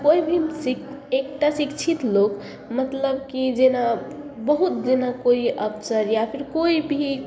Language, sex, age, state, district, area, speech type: Maithili, female, 18-30, Bihar, Samastipur, urban, spontaneous